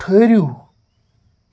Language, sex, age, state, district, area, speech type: Kashmiri, male, 30-45, Jammu and Kashmir, Kupwara, rural, read